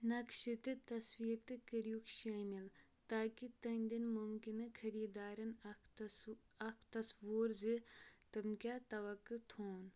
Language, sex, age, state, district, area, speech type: Kashmiri, female, 18-30, Jammu and Kashmir, Kupwara, rural, read